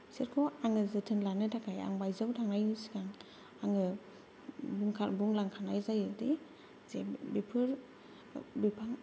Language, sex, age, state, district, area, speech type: Bodo, female, 30-45, Assam, Kokrajhar, rural, spontaneous